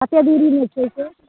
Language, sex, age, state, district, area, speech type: Maithili, female, 45-60, Bihar, Darbhanga, rural, conversation